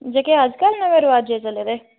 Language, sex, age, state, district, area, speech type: Dogri, female, 18-30, Jammu and Kashmir, Reasi, rural, conversation